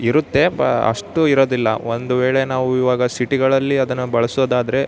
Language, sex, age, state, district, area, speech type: Kannada, male, 18-30, Karnataka, Yadgir, rural, spontaneous